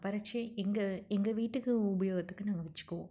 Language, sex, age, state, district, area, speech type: Tamil, female, 30-45, Tamil Nadu, Tiruppur, rural, spontaneous